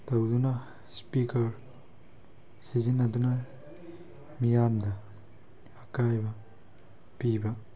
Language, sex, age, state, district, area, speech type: Manipuri, male, 18-30, Manipur, Tengnoupal, rural, spontaneous